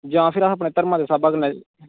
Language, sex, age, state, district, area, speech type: Dogri, male, 18-30, Jammu and Kashmir, Kathua, rural, conversation